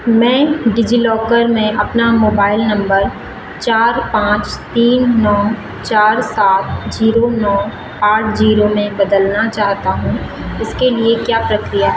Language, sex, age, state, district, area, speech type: Hindi, female, 18-30, Madhya Pradesh, Seoni, urban, read